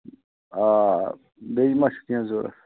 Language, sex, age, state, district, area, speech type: Kashmiri, male, 60+, Jammu and Kashmir, Shopian, rural, conversation